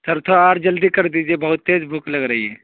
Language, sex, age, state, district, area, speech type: Urdu, male, 18-30, Uttar Pradesh, Saharanpur, urban, conversation